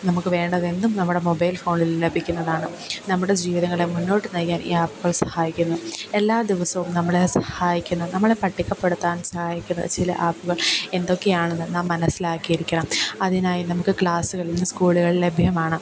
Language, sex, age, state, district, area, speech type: Malayalam, female, 18-30, Kerala, Pathanamthitta, rural, spontaneous